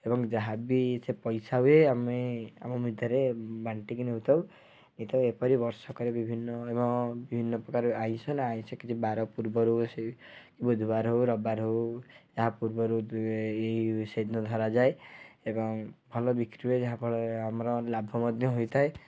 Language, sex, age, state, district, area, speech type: Odia, male, 18-30, Odisha, Kendujhar, urban, spontaneous